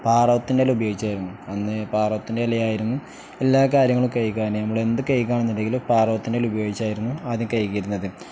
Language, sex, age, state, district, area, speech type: Malayalam, male, 18-30, Kerala, Kozhikode, rural, spontaneous